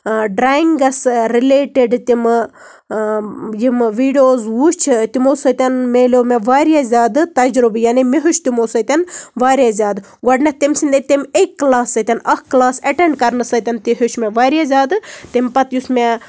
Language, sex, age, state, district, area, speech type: Kashmiri, female, 30-45, Jammu and Kashmir, Baramulla, rural, spontaneous